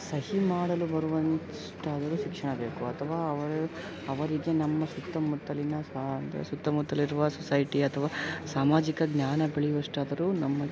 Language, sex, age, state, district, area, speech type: Kannada, male, 18-30, Karnataka, Koppal, rural, spontaneous